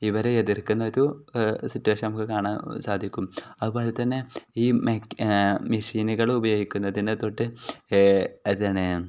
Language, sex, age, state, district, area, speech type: Malayalam, male, 18-30, Kerala, Kozhikode, rural, spontaneous